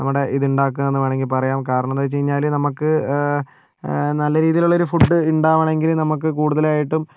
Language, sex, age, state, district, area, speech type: Malayalam, male, 30-45, Kerala, Kozhikode, urban, spontaneous